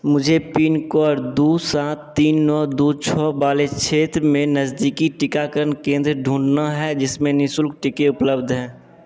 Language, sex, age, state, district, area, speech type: Hindi, male, 18-30, Bihar, Begusarai, rural, read